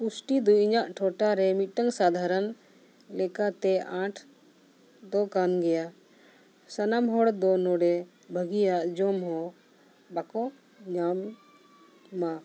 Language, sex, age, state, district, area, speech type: Santali, female, 45-60, Jharkhand, Bokaro, rural, spontaneous